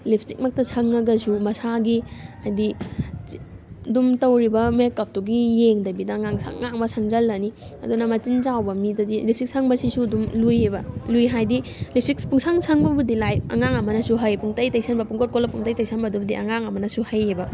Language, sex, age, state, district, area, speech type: Manipuri, female, 18-30, Manipur, Thoubal, rural, spontaneous